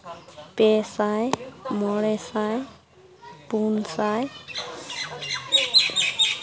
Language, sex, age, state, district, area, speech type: Santali, female, 18-30, West Bengal, Malda, rural, spontaneous